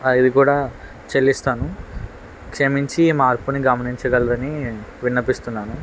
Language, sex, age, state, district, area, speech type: Telugu, male, 18-30, Andhra Pradesh, N T Rama Rao, rural, spontaneous